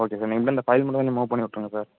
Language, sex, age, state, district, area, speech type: Tamil, male, 18-30, Tamil Nadu, Thanjavur, rural, conversation